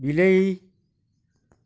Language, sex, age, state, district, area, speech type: Odia, male, 45-60, Odisha, Bargarh, urban, read